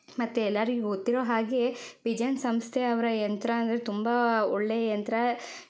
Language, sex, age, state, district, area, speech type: Kannada, female, 18-30, Karnataka, Shimoga, rural, spontaneous